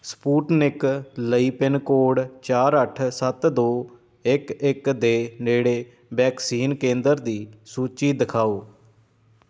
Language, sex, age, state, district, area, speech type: Punjabi, male, 30-45, Punjab, Shaheed Bhagat Singh Nagar, rural, read